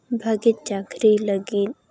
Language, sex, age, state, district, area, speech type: Santali, female, 18-30, West Bengal, Jhargram, rural, spontaneous